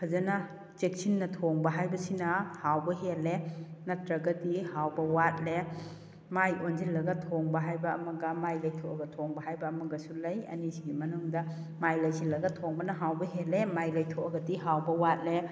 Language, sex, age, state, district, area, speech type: Manipuri, female, 45-60, Manipur, Kakching, rural, spontaneous